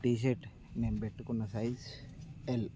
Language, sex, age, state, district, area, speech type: Telugu, male, 18-30, Telangana, Nirmal, rural, spontaneous